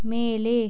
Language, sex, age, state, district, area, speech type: Tamil, female, 18-30, Tamil Nadu, Pudukkottai, rural, read